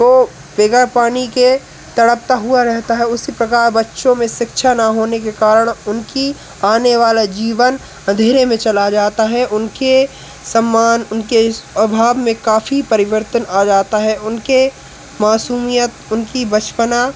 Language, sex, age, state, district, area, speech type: Hindi, male, 18-30, Madhya Pradesh, Hoshangabad, rural, spontaneous